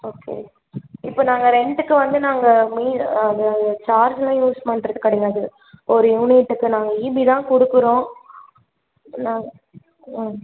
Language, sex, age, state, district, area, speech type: Tamil, female, 18-30, Tamil Nadu, Tiruvallur, urban, conversation